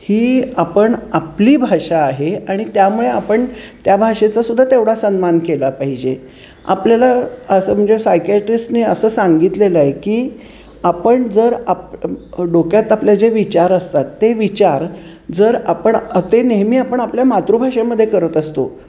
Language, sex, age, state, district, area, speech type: Marathi, female, 60+, Maharashtra, Kolhapur, urban, spontaneous